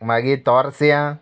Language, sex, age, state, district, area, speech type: Goan Konkani, male, 45-60, Goa, Murmgao, rural, spontaneous